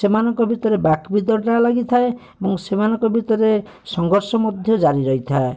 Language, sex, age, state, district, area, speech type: Odia, male, 45-60, Odisha, Bhadrak, rural, spontaneous